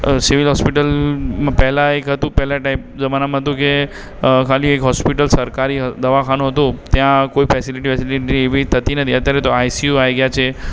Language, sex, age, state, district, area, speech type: Gujarati, male, 18-30, Gujarat, Aravalli, urban, spontaneous